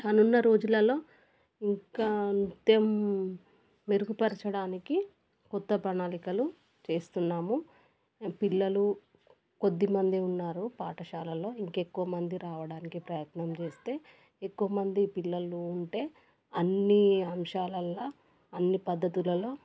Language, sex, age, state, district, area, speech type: Telugu, female, 30-45, Telangana, Warangal, rural, spontaneous